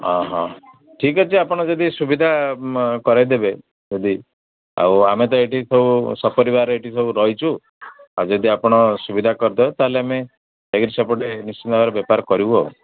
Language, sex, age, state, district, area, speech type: Odia, male, 60+, Odisha, Jharsuguda, rural, conversation